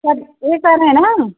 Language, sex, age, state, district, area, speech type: Hindi, female, 30-45, Uttar Pradesh, Azamgarh, rural, conversation